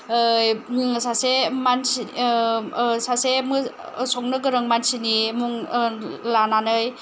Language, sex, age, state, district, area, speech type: Bodo, female, 30-45, Assam, Kokrajhar, rural, spontaneous